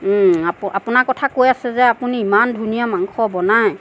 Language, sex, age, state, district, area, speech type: Assamese, female, 45-60, Assam, Nagaon, rural, spontaneous